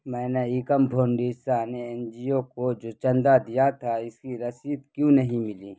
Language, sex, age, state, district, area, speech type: Urdu, male, 30-45, Bihar, Khagaria, urban, read